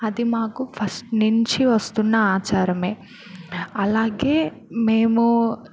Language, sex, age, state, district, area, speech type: Telugu, female, 18-30, Andhra Pradesh, Bapatla, rural, spontaneous